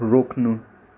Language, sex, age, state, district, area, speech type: Nepali, male, 18-30, West Bengal, Kalimpong, rural, read